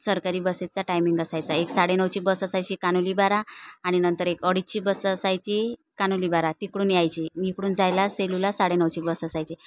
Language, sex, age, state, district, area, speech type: Marathi, female, 30-45, Maharashtra, Nagpur, rural, spontaneous